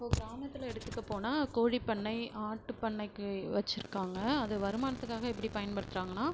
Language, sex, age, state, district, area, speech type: Tamil, female, 30-45, Tamil Nadu, Cuddalore, rural, spontaneous